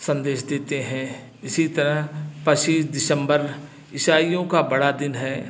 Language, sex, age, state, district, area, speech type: Hindi, male, 60+, Uttar Pradesh, Bhadohi, urban, spontaneous